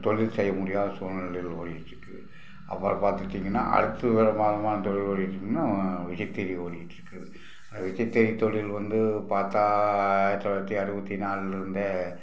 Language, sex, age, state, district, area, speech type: Tamil, male, 60+, Tamil Nadu, Tiruppur, rural, spontaneous